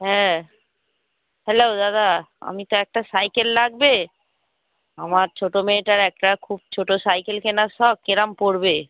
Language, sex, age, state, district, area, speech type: Bengali, female, 45-60, West Bengal, Hooghly, rural, conversation